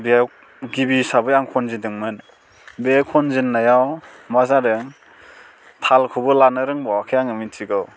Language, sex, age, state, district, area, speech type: Bodo, male, 18-30, Assam, Baksa, rural, spontaneous